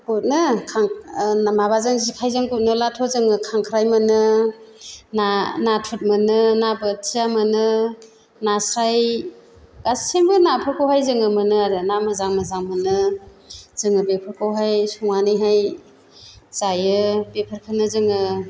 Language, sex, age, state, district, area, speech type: Bodo, female, 60+, Assam, Chirang, rural, spontaneous